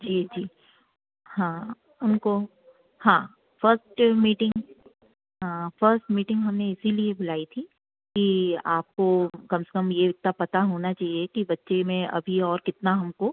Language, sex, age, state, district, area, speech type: Hindi, female, 45-60, Madhya Pradesh, Jabalpur, urban, conversation